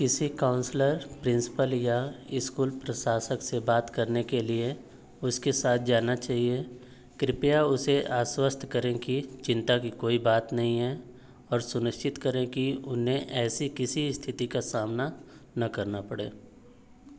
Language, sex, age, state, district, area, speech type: Hindi, male, 30-45, Uttar Pradesh, Azamgarh, rural, read